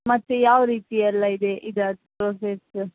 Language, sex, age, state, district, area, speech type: Kannada, female, 18-30, Karnataka, Shimoga, rural, conversation